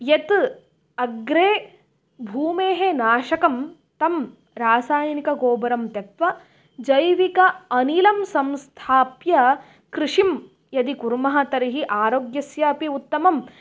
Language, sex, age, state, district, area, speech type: Sanskrit, female, 18-30, Karnataka, Uttara Kannada, rural, spontaneous